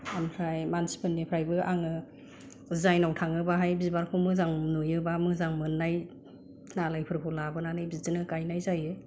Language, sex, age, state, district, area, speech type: Bodo, female, 45-60, Assam, Kokrajhar, rural, spontaneous